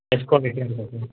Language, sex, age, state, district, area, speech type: Tamil, male, 18-30, Tamil Nadu, Tiruvannamalai, urban, conversation